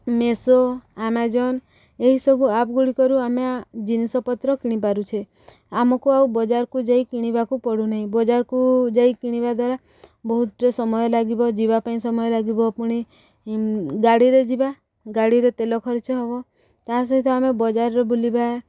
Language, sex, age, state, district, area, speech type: Odia, female, 18-30, Odisha, Subarnapur, urban, spontaneous